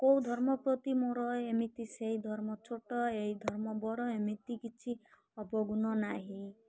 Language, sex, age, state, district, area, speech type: Odia, female, 30-45, Odisha, Malkangiri, urban, spontaneous